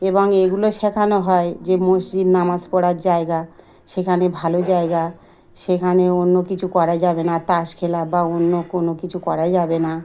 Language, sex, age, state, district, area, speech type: Bengali, female, 45-60, West Bengal, Dakshin Dinajpur, urban, spontaneous